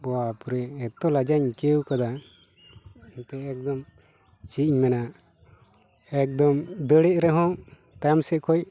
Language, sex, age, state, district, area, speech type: Santali, male, 45-60, West Bengal, Malda, rural, spontaneous